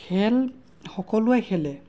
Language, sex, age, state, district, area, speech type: Assamese, male, 30-45, Assam, Darrang, rural, spontaneous